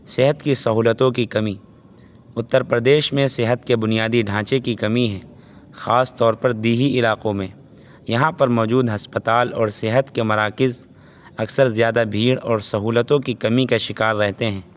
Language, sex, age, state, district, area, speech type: Urdu, male, 18-30, Uttar Pradesh, Saharanpur, urban, spontaneous